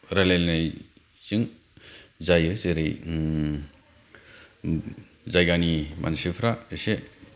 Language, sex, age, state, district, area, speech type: Bodo, male, 30-45, Assam, Kokrajhar, rural, spontaneous